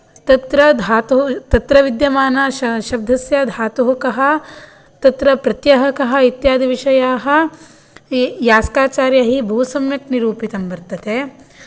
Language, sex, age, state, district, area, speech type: Sanskrit, female, 18-30, Karnataka, Shimoga, rural, spontaneous